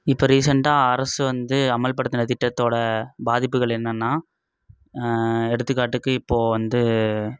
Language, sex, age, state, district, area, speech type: Tamil, male, 18-30, Tamil Nadu, Coimbatore, urban, spontaneous